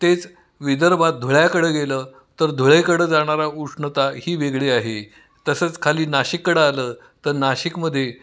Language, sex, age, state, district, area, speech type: Marathi, male, 60+, Maharashtra, Kolhapur, urban, spontaneous